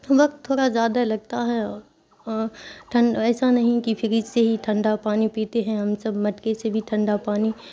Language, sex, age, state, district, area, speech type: Urdu, female, 18-30, Bihar, Khagaria, urban, spontaneous